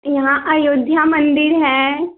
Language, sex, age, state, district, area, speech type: Hindi, female, 18-30, Uttar Pradesh, Jaunpur, urban, conversation